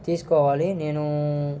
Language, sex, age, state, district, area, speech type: Telugu, male, 18-30, Andhra Pradesh, Nellore, rural, spontaneous